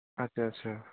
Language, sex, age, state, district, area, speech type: Punjabi, male, 18-30, Punjab, Patiala, urban, conversation